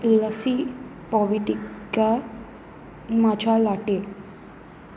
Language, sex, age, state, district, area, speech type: Goan Konkani, female, 18-30, Goa, Sanguem, rural, spontaneous